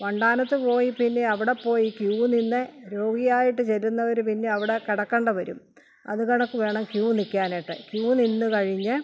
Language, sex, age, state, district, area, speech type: Malayalam, female, 45-60, Kerala, Alappuzha, rural, spontaneous